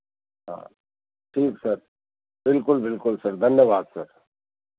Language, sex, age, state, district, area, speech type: Hindi, male, 45-60, Madhya Pradesh, Ujjain, urban, conversation